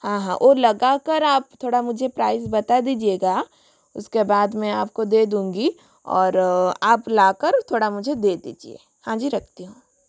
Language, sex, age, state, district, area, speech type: Hindi, female, 30-45, Rajasthan, Jodhpur, rural, spontaneous